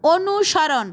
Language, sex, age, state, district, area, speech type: Bengali, female, 45-60, West Bengal, Purba Medinipur, rural, read